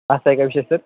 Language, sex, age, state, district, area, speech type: Marathi, male, 18-30, Maharashtra, Satara, urban, conversation